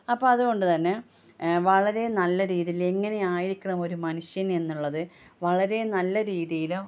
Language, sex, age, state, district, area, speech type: Malayalam, female, 30-45, Kerala, Malappuram, rural, spontaneous